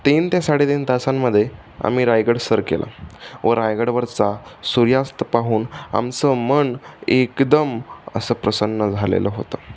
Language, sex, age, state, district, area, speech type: Marathi, male, 18-30, Maharashtra, Pune, urban, spontaneous